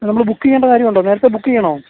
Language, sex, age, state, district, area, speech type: Malayalam, male, 30-45, Kerala, Ernakulam, rural, conversation